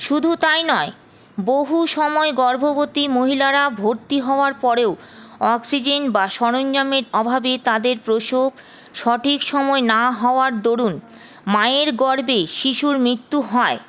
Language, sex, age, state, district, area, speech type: Bengali, female, 30-45, West Bengal, Paschim Bardhaman, rural, spontaneous